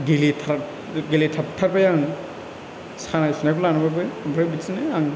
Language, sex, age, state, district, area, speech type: Bodo, male, 18-30, Assam, Chirang, urban, spontaneous